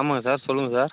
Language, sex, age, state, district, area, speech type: Tamil, male, 30-45, Tamil Nadu, Chengalpattu, rural, conversation